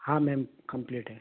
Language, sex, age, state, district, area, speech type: Hindi, male, 30-45, Madhya Pradesh, Betul, urban, conversation